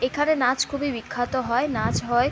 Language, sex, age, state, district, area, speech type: Bengali, female, 45-60, West Bengal, Purulia, urban, spontaneous